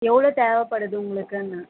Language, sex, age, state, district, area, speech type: Tamil, female, 18-30, Tamil Nadu, Tirupattur, urban, conversation